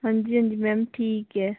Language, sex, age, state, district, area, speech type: Hindi, male, 45-60, Rajasthan, Jaipur, urban, conversation